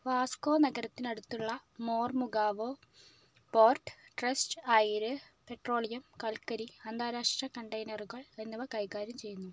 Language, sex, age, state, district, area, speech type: Malayalam, female, 18-30, Kerala, Kozhikode, rural, read